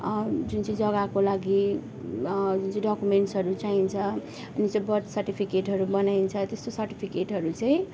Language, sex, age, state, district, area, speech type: Nepali, female, 18-30, West Bengal, Darjeeling, rural, spontaneous